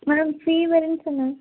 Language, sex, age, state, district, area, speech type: Tamil, female, 30-45, Tamil Nadu, Nilgiris, urban, conversation